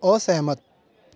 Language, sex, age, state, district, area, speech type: Punjabi, male, 18-30, Punjab, Gurdaspur, rural, read